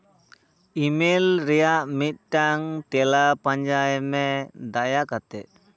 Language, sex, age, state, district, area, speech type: Santali, male, 18-30, West Bengal, Bankura, rural, read